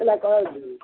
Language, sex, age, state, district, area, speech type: Odia, male, 60+, Odisha, Angul, rural, conversation